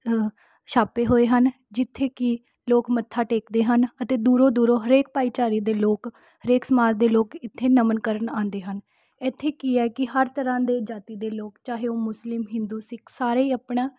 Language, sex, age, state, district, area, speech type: Punjabi, female, 18-30, Punjab, Rupnagar, urban, spontaneous